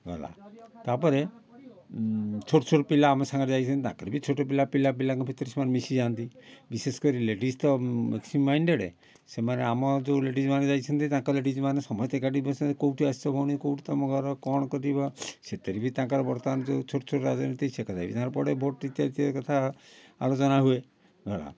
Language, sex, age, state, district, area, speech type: Odia, male, 60+, Odisha, Kalahandi, rural, spontaneous